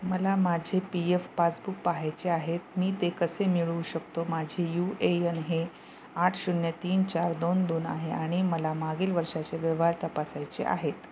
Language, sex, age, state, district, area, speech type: Marathi, female, 30-45, Maharashtra, Nanded, rural, read